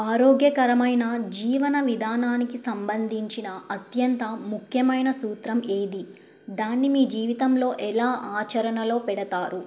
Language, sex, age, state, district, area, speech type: Telugu, female, 18-30, Telangana, Bhadradri Kothagudem, rural, spontaneous